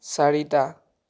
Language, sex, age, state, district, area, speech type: Assamese, male, 18-30, Assam, Biswanath, rural, read